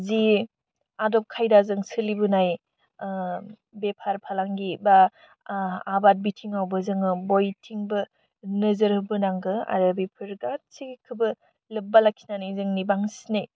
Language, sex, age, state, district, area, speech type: Bodo, female, 18-30, Assam, Udalguri, rural, spontaneous